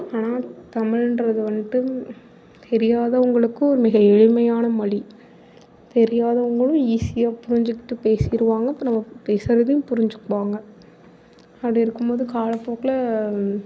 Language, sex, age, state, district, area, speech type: Tamil, female, 18-30, Tamil Nadu, Tiruvarur, urban, spontaneous